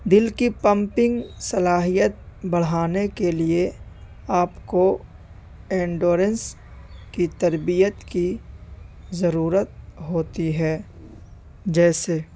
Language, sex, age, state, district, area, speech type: Urdu, male, 18-30, Delhi, North East Delhi, rural, spontaneous